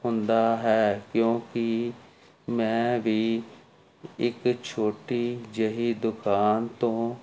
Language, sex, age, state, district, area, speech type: Punjabi, male, 45-60, Punjab, Jalandhar, urban, spontaneous